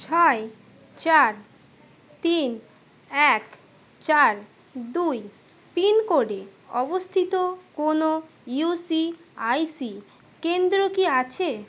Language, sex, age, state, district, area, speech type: Bengali, female, 18-30, West Bengal, Howrah, urban, read